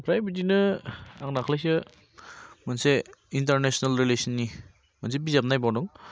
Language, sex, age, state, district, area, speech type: Bodo, male, 18-30, Assam, Baksa, rural, spontaneous